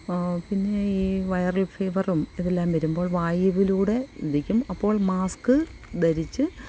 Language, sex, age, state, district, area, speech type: Malayalam, female, 45-60, Kerala, Kollam, rural, spontaneous